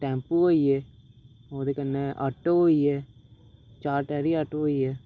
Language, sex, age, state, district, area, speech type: Dogri, male, 30-45, Jammu and Kashmir, Reasi, urban, spontaneous